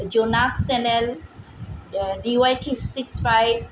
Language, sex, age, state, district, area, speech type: Assamese, female, 45-60, Assam, Tinsukia, rural, spontaneous